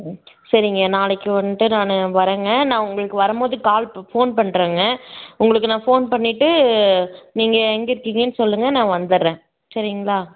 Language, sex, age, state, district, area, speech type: Tamil, female, 18-30, Tamil Nadu, Salem, urban, conversation